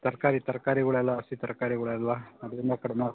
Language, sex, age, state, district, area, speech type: Kannada, male, 45-60, Karnataka, Davanagere, urban, conversation